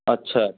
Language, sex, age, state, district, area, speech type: Hindi, male, 30-45, Uttar Pradesh, Chandauli, rural, conversation